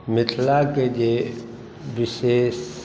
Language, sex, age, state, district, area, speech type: Maithili, male, 60+, Bihar, Madhubani, urban, spontaneous